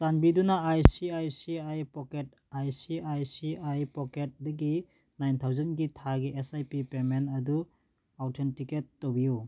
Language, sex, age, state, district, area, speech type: Manipuri, male, 45-60, Manipur, Churachandpur, rural, read